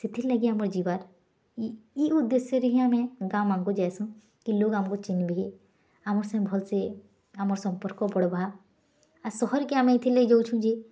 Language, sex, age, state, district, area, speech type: Odia, female, 18-30, Odisha, Bargarh, urban, spontaneous